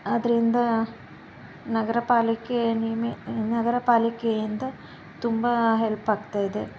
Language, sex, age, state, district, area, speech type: Kannada, female, 30-45, Karnataka, Shimoga, rural, spontaneous